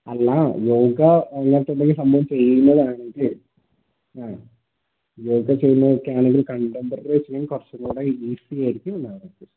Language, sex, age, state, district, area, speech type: Malayalam, male, 18-30, Kerala, Wayanad, rural, conversation